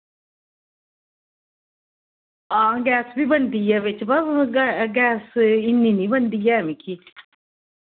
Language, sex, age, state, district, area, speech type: Dogri, female, 60+, Jammu and Kashmir, Reasi, rural, conversation